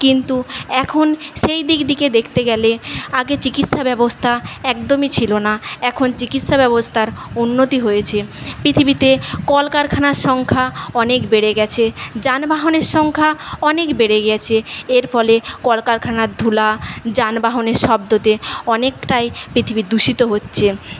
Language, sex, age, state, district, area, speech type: Bengali, female, 45-60, West Bengal, Paschim Medinipur, rural, spontaneous